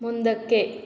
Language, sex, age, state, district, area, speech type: Kannada, female, 18-30, Karnataka, Mysore, urban, read